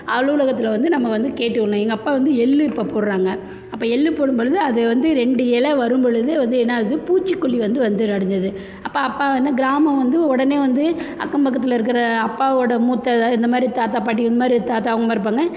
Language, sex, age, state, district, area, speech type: Tamil, female, 30-45, Tamil Nadu, Perambalur, rural, spontaneous